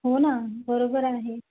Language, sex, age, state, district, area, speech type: Marathi, female, 30-45, Maharashtra, Yavatmal, rural, conversation